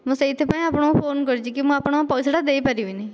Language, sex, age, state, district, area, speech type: Odia, female, 30-45, Odisha, Dhenkanal, rural, spontaneous